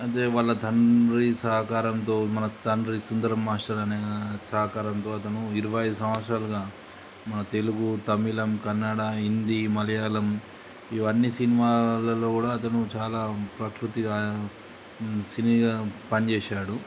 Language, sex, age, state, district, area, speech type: Telugu, male, 30-45, Telangana, Nizamabad, urban, spontaneous